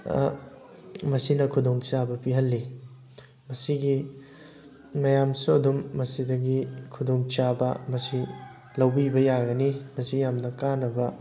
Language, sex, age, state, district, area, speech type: Manipuri, male, 18-30, Manipur, Thoubal, rural, spontaneous